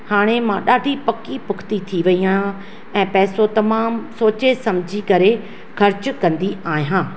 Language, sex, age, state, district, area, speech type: Sindhi, female, 45-60, Maharashtra, Thane, urban, spontaneous